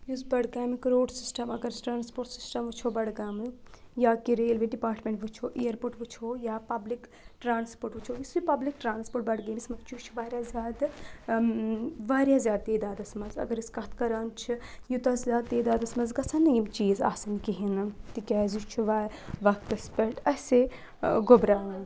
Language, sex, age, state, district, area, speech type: Kashmiri, female, 18-30, Jammu and Kashmir, Budgam, urban, spontaneous